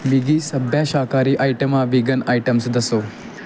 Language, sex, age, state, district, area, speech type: Dogri, male, 18-30, Jammu and Kashmir, Kathua, rural, read